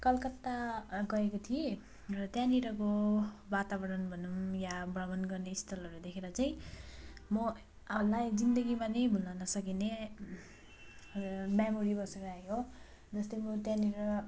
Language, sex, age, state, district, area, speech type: Nepali, female, 30-45, West Bengal, Darjeeling, rural, spontaneous